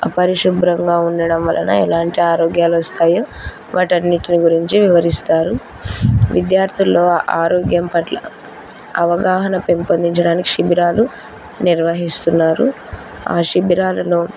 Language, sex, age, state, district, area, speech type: Telugu, female, 18-30, Andhra Pradesh, Kurnool, rural, spontaneous